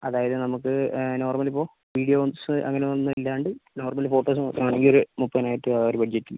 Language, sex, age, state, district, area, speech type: Malayalam, other, 45-60, Kerala, Kozhikode, urban, conversation